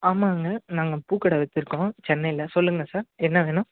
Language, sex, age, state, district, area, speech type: Tamil, male, 18-30, Tamil Nadu, Chennai, urban, conversation